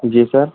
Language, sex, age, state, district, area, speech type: Hindi, male, 18-30, Rajasthan, Bharatpur, rural, conversation